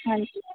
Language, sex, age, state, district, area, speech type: Punjabi, female, 18-30, Punjab, Muktsar, urban, conversation